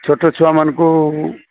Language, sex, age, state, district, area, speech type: Odia, male, 45-60, Odisha, Sambalpur, rural, conversation